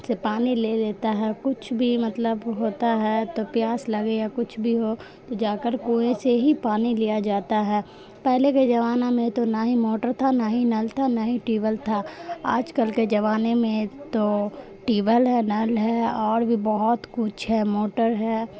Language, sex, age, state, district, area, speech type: Urdu, female, 18-30, Bihar, Supaul, rural, spontaneous